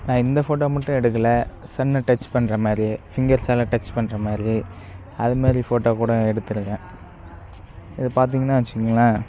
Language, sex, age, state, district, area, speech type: Tamil, male, 18-30, Tamil Nadu, Kallakurichi, rural, spontaneous